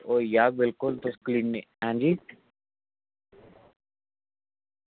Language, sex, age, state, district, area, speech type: Dogri, male, 30-45, Jammu and Kashmir, Reasi, rural, conversation